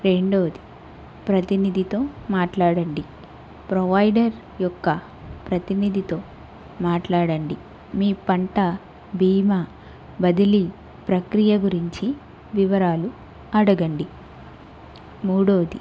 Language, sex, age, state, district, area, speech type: Telugu, female, 18-30, Andhra Pradesh, Krishna, urban, spontaneous